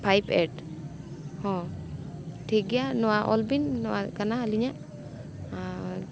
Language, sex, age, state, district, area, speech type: Santali, female, 18-30, Jharkhand, Bokaro, rural, spontaneous